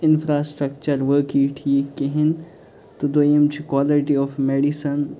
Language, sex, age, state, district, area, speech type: Kashmiri, male, 30-45, Jammu and Kashmir, Kupwara, rural, spontaneous